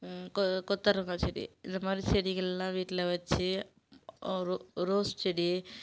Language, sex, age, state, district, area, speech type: Tamil, female, 30-45, Tamil Nadu, Kallakurichi, urban, spontaneous